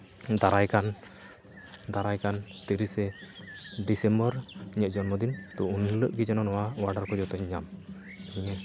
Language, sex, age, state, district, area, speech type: Santali, male, 18-30, West Bengal, Uttar Dinajpur, rural, spontaneous